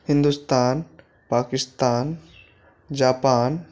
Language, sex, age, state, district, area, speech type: Maithili, male, 45-60, Bihar, Madhubani, urban, spontaneous